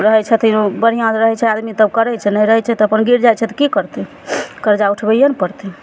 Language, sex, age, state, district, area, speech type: Maithili, female, 60+, Bihar, Begusarai, urban, spontaneous